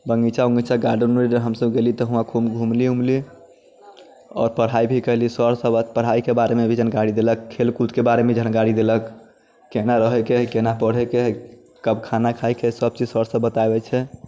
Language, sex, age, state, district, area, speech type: Maithili, male, 30-45, Bihar, Muzaffarpur, rural, spontaneous